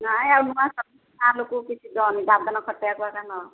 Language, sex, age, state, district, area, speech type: Odia, female, 45-60, Odisha, Gajapati, rural, conversation